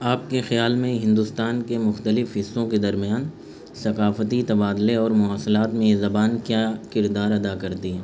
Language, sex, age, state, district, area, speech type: Urdu, male, 30-45, Uttar Pradesh, Azamgarh, rural, spontaneous